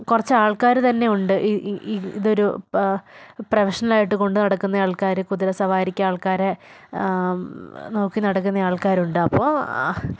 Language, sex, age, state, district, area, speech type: Malayalam, female, 18-30, Kerala, Wayanad, rural, spontaneous